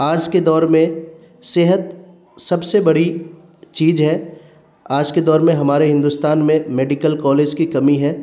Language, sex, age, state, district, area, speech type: Urdu, male, 30-45, Bihar, Khagaria, rural, spontaneous